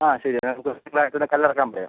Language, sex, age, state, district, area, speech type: Malayalam, male, 60+, Kerala, Palakkad, urban, conversation